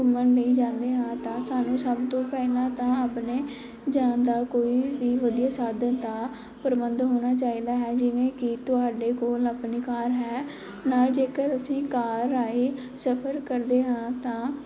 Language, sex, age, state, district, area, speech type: Punjabi, female, 18-30, Punjab, Pathankot, urban, spontaneous